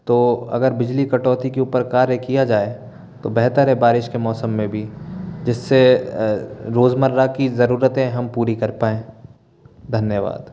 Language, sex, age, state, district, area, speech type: Hindi, male, 18-30, Madhya Pradesh, Bhopal, urban, spontaneous